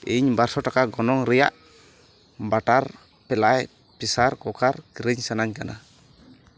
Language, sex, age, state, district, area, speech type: Santali, male, 30-45, West Bengal, Bankura, rural, read